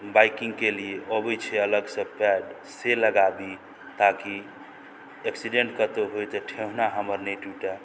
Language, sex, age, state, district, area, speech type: Maithili, male, 45-60, Bihar, Madhubani, rural, spontaneous